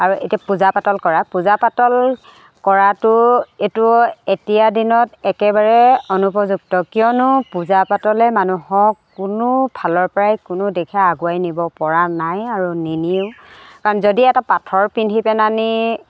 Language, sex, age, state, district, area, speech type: Assamese, female, 45-60, Assam, Jorhat, urban, spontaneous